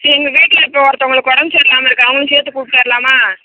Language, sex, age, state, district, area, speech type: Tamil, female, 18-30, Tamil Nadu, Cuddalore, rural, conversation